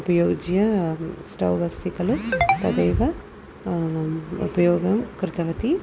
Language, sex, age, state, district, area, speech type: Sanskrit, female, 45-60, Tamil Nadu, Tiruchirappalli, urban, spontaneous